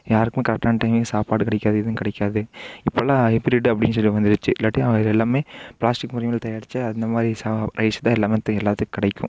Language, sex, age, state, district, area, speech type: Tamil, male, 18-30, Tamil Nadu, Coimbatore, urban, spontaneous